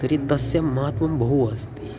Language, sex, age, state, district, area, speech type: Sanskrit, male, 18-30, Maharashtra, Solapur, urban, spontaneous